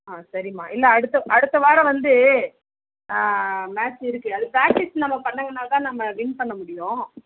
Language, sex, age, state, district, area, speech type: Tamil, female, 60+, Tamil Nadu, Dharmapuri, rural, conversation